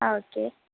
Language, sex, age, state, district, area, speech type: Malayalam, female, 18-30, Kerala, Idukki, rural, conversation